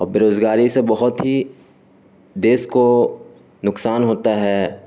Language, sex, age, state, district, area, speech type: Urdu, male, 18-30, Bihar, Gaya, urban, spontaneous